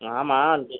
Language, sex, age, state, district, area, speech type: Tamil, male, 60+, Tamil Nadu, Pudukkottai, rural, conversation